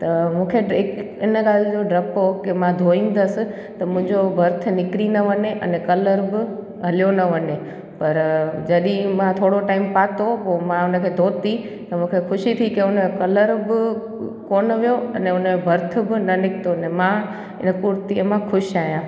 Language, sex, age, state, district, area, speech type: Sindhi, female, 18-30, Gujarat, Junagadh, urban, spontaneous